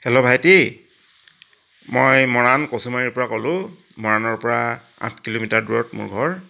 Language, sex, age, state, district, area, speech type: Assamese, male, 60+, Assam, Charaideo, rural, spontaneous